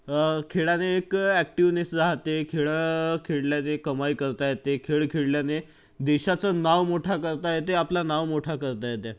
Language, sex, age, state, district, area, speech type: Marathi, male, 45-60, Maharashtra, Nagpur, urban, spontaneous